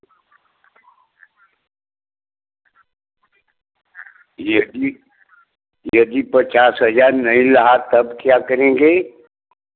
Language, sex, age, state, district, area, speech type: Hindi, male, 60+, Uttar Pradesh, Varanasi, rural, conversation